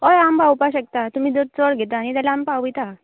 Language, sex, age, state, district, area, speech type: Goan Konkani, female, 18-30, Goa, Canacona, rural, conversation